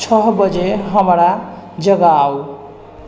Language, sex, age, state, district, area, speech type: Maithili, male, 18-30, Bihar, Sitamarhi, rural, read